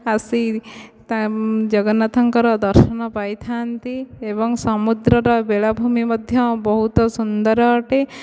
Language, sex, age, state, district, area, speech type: Odia, female, 18-30, Odisha, Dhenkanal, rural, spontaneous